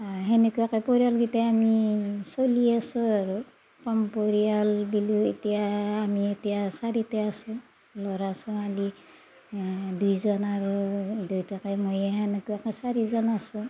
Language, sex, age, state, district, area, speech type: Assamese, female, 60+, Assam, Darrang, rural, spontaneous